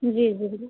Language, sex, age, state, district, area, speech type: Hindi, female, 60+, Madhya Pradesh, Balaghat, rural, conversation